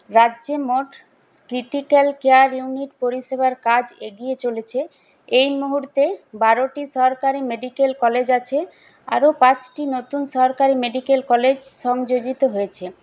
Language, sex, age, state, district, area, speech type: Bengali, female, 18-30, West Bengal, Paschim Bardhaman, urban, spontaneous